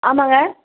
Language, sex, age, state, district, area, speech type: Tamil, female, 30-45, Tamil Nadu, Dharmapuri, rural, conversation